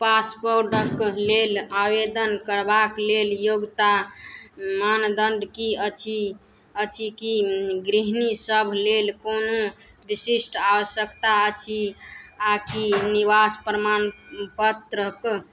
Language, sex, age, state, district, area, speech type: Maithili, female, 18-30, Bihar, Madhubani, rural, read